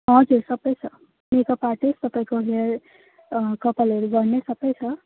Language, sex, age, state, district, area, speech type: Nepali, female, 30-45, West Bengal, Darjeeling, rural, conversation